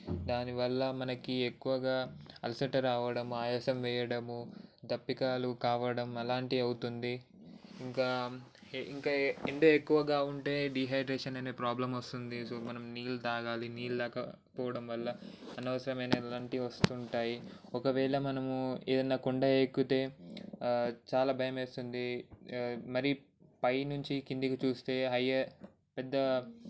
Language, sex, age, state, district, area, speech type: Telugu, male, 18-30, Telangana, Ranga Reddy, urban, spontaneous